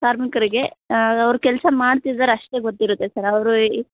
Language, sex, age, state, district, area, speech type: Kannada, female, 18-30, Karnataka, Koppal, rural, conversation